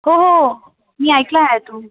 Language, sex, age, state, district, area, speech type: Marathi, female, 18-30, Maharashtra, Solapur, urban, conversation